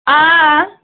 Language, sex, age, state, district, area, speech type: Dogri, female, 18-30, Jammu and Kashmir, Reasi, rural, conversation